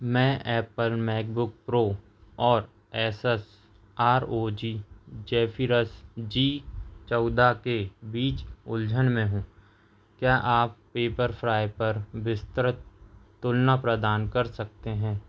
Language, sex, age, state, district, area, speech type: Hindi, male, 30-45, Madhya Pradesh, Seoni, urban, read